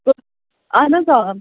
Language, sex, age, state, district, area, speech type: Kashmiri, female, 45-60, Jammu and Kashmir, Srinagar, rural, conversation